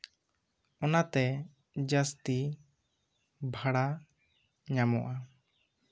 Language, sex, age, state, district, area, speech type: Santali, male, 18-30, West Bengal, Bankura, rural, spontaneous